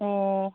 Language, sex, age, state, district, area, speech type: Manipuri, female, 18-30, Manipur, Kangpokpi, urban, conversation